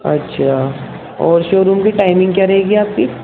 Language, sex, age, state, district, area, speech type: Urdu, male, 18-30, Delhi, East Delhi, urban, conversation